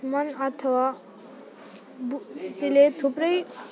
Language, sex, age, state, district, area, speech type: Nepali, female, 18-30, West Bengal, Alipurduar, urban, spontaneous